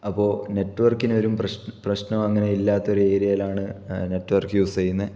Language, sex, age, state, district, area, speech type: Malayalam, male, 18-30, Kerala, Kasaragod, rural, spontaneous